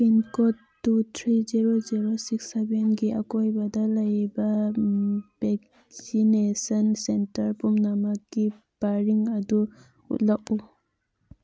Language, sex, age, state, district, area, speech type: Manipuri, female, 30-45, Manipur, Churachandpur, rural, read